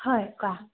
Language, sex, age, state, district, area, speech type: Assamese, female, 18-30, Assam, Goalpara, urban, conversation